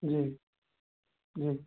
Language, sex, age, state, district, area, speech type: Hindi, male, 30-45, Uttar Pradesh, Sitapur, rural, conversation